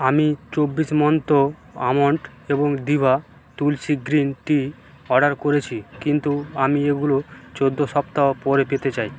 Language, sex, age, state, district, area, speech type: Bengali, male, 45-60, West Bengal, Purba Medinipur, rural, read